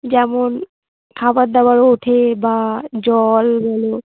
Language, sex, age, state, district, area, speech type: Bengali, female, 18-30, West Bengal, Darjeeling, urban, conversation